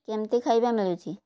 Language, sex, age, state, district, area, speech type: Odia, female, 30-45, Odisha, Mayurbhanj, rural, spontaneous